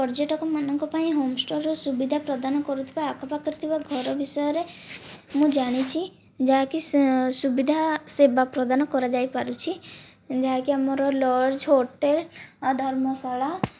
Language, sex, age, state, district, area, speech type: Odia, female, 45-60, Odisha, Kandhamal, rural, spontaneous